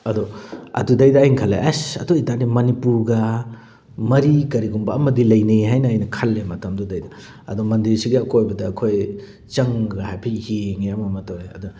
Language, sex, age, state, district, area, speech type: Manipuri, male, 45-60, Manipur, Thoubal, rural, spontaneous